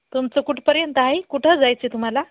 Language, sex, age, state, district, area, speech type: Marathi, female, 30-45, Maharashtra, Hingoli, urban, conversation